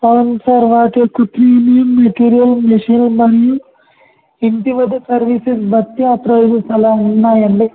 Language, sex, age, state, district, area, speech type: Telugu, male, 18-30, Telangana, Mancherial, rural, conversation